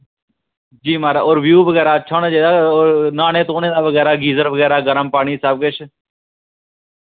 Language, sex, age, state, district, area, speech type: Dogri, male, 30-45, Jammu and Kashmir, Reasi, rural, conversation